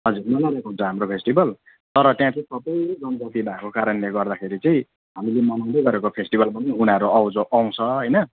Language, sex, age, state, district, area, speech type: Nepali, male, 30-45, West Bengal, Jalpaiguri, rural, conversation